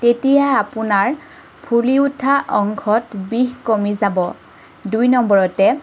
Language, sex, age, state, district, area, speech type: Assamese, female, 30-45, Assam, Lakhimpur, rural, spontaneous